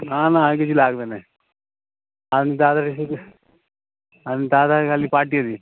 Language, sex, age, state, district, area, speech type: Bengali, male, 30-45, West Bengal, North 24 Parganas, urban, conversation